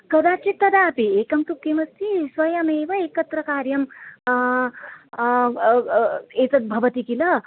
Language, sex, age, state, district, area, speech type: Sanskrit, female, 45-60, Maharashtra, Nashik, rural, conversation